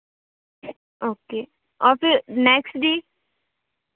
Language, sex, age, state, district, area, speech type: Hindi, female, 18-30, Madhya Pradesh, Seoni, urban, conversation